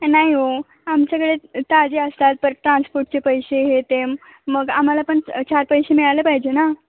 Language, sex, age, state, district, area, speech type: Marathi, female, 18-30, Maharashtra, Ratnagiri, urban, conversation